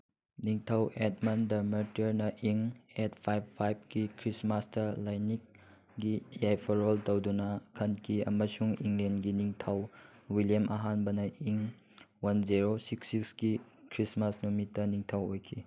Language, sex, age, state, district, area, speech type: Manipuri, male, 18-30, Manipur, Chandel, rural, read